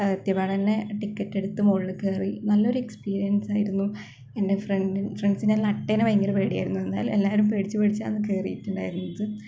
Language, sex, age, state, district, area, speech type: Malayalam, female, 18-30, Kerala, Kasaragod, rural, spontaneous